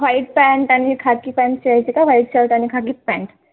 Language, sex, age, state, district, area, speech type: Marathi, female, 18-30, Maharashtra, Hingoli, urban, conversation